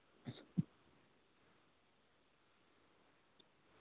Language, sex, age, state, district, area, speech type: Maithili, male, 18-30, Bihar, Samastipur, rural, conversation